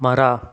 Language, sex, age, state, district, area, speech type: Kannada, male, 45-60, Karnataka, Bidar, rural, read